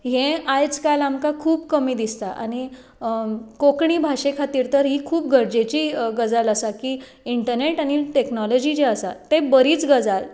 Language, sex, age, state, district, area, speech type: Goan Konkani, female, 30-45, Goa, Tiswadi, rural, spontaneous